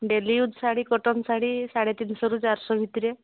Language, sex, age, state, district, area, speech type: Odia, female, 45-60, Odisha, Mayurbhanj, rural, conversation